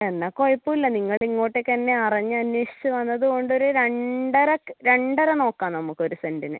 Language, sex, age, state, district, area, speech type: Malayalam, female, 18-30, Kerala, Kannur, rural, conversation